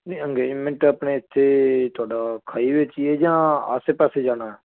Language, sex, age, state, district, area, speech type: Punjabi, male, 30-45, Punjab, Firozpur, rural, conversation